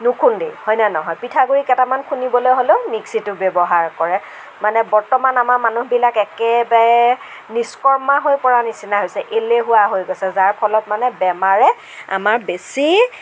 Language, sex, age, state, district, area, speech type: Assamese, female, 60+, Assam, Darrang, rural, spontaneous